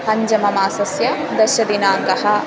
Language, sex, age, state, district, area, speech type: Sanskrit, female, 18-30, Kerala, Thrissur, rural, spontaneous